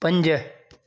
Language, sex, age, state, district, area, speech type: Sindhi, male, 45-60, Gujarat, Junagadh, rural, read